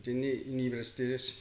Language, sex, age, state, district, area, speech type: Bodo, male, 60+, Assam, Kokrajhar, rural, spontaneous